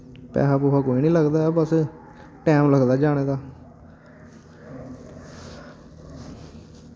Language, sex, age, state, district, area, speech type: Dogri, male, 18-30, Jammu and Kashmir, Samba, rural, spontaneous